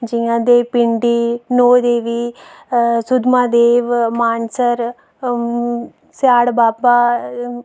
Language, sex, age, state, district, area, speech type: Dogri, female, 18-30, Jammu and Kashmir, Reasi, rural, spontaneous